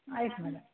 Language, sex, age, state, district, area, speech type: Kannada, female, 30-45, Karnataka, Mysore, rural, conversation